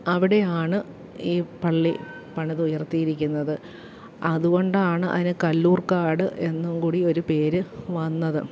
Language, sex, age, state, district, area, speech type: Malayalam, female, 30-45, Kerala, Alappuzha, rural, spontaneous